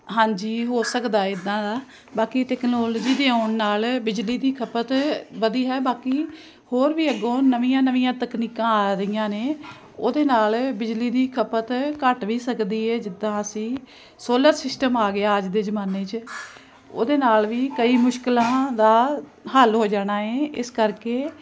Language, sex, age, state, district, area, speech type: Punjabi, female, 45-60, Punjab, Jalandhar, urban, spontaneous